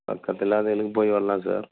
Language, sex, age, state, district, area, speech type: Tamil, male, 45-60, Tamil Nadu, Dharmapuri, rural, conversation